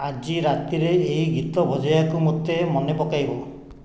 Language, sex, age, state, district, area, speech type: Odia, male, 60+, Odisha, Khordha, rural, read